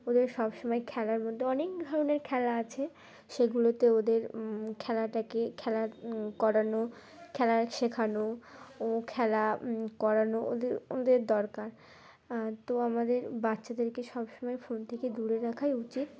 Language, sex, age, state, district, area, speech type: Bengali, female, 18-30, West Bengal, Uttar Dinajpur, urban, spontaneous